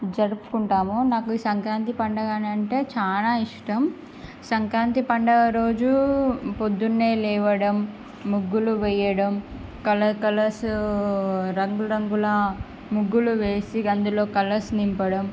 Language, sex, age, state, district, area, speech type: Telugu, female, 18-30, Andhra Pradesh, Srikakulam, urban, spontaneous